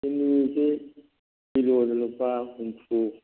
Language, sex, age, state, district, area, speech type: Manipuri, male, 60+, Manipur, Thoubal, rural, conversation